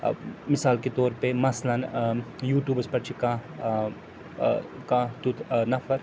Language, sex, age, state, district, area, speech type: Kashmiri, male, 45-60, Jammu and Kashmir, Srinagar, urban, spontaneous